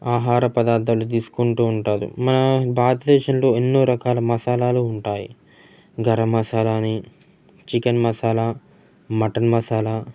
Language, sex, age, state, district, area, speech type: Telugu, male, 18-30, Andhra Pradesh, Nellore, rural, spontaneous